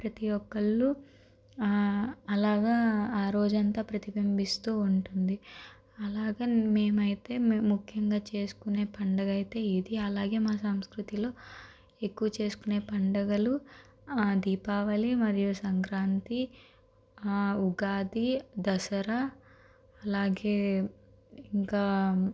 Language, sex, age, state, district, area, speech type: Telugu, female, 30-45, Andhra Pradesh, Guntur, urban, spontaneous